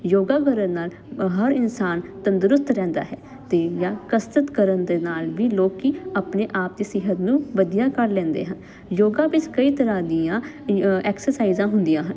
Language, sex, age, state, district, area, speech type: Punjabi, female, 18-30, Punjab, Jalandhar, urban, spontaneous